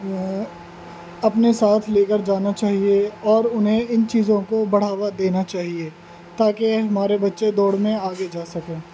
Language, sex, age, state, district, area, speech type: Urdu, male, 30-45, Delhi, North East Delhi, urban, spontaneous